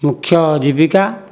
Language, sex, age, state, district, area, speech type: Odia, male, 60+, Odisha, Jajpur, rural, spontaneous